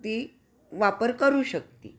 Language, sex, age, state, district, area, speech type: Marathi, female, 60+, Maharashtra, Pune, urban, spontaneous